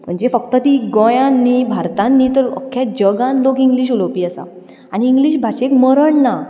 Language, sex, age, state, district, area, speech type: Goan Konkani, female, 18-30, Goa, Ponda, rural, spontaneous